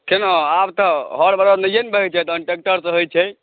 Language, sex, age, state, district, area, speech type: Maithili, male, 30-45, Bihar, Saharsa, urban, conversation